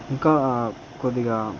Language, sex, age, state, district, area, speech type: Telugu, male, 18-30, Andhra Pradesh, Nandyal, urban, spontaneous